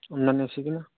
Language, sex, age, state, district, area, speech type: Manipuri, male, 30-45, Manipur, Churachandpur, rural, conversation